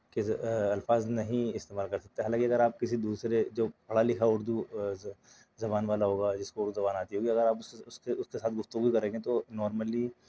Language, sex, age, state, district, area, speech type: Urdu, male, 30-45, Delhi, South Delhi, urban, spontaneous